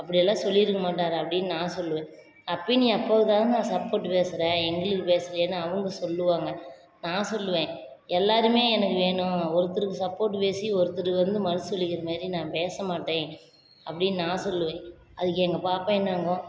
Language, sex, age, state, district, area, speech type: Tamil, female, 30-45, Tamil Nadu, Salem, rural, spontaneous